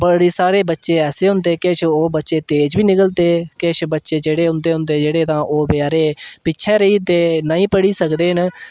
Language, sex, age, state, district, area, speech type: Dogri, male, 18-30, Jammu and Kashmir, Udhampur, rural, spontaneous